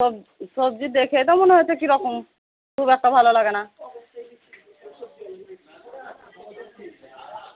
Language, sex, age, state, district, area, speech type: Bengali, female, 18-30, West Bengal, Murshidabad, rural, conversation